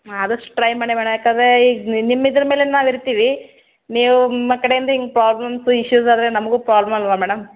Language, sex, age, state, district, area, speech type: Kannada, female, 30-45, Karnataka, Gulbarga, urban, conversation